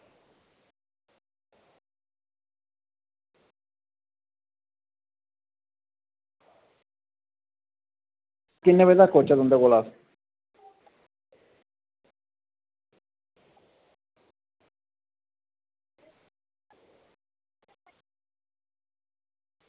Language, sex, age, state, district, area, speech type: Dogri, male, 30-45, Jammu and Kashmir, Reasi, rural, conversation